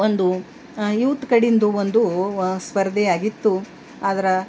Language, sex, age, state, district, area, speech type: Kannada, female, 60+, Karnataka, Bidar, urban, spontaneous